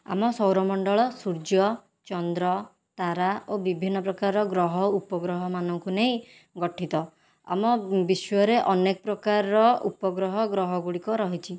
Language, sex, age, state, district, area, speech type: Odia, female, 18-30, Odisha, Khordha, rural, spontaneous